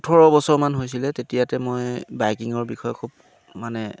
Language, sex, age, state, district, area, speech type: Assamese, male, 30-45, Assam, Sivasagar, rural, spontaneous